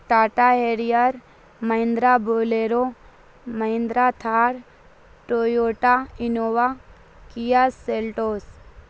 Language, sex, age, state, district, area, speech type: Urdu, female, 45-60, Bihar, Supaul, rural, spontaneous